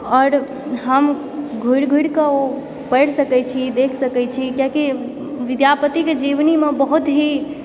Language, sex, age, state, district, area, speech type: Maithili, female, 18-30, Bihar, Supaul, urban, spontaneous